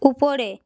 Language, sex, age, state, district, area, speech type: Bengali, female, 30-45, West Bengal, Purba Medinipur, rural, read